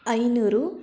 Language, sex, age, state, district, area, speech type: Kannada, female, 18-30, Karnataka, Davanagere, rural, spontaneous